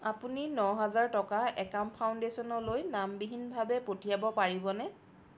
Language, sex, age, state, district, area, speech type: Assamese, female, 30-45, Assam, Sonitpur, rural, read